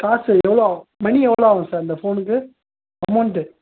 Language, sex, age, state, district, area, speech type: Tamil, male, 18-30, Tamil Nadu, Tiruvannamalai, rural, conversation